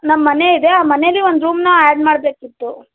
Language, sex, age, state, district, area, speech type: Kannada, female, 18-30, Karnataka, Vijayanagara, rural, conversation